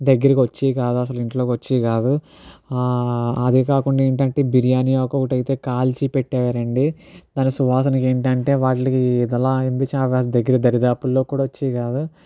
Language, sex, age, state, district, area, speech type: Telugu, male, 60+, Andhra Pradesh, Kakinada, urban, spontaneous